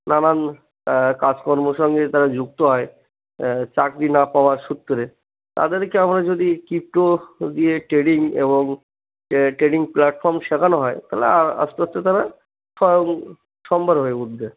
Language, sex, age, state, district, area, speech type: Bengali, male, 30-45, West Bengal, Cooch Behar, urban, conversation